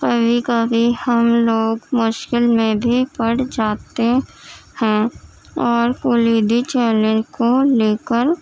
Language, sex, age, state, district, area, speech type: Urdu, female, 18-30, Uttar Pradesh, Gautam Buddha Nagar, urban, spontaneous